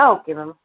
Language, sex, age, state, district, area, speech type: Tamil, female, 30-45, Tamil Nadu, Tiruvallur, rural, conversation